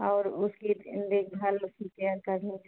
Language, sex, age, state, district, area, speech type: Hindi, female, 45-60, Uttar Pradesh, Azamgarh, urban, conversation